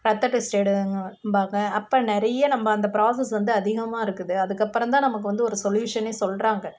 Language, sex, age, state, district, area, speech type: Tamil, female, 30-45, Tamil Nadu, Perambalur, rural, spontaneous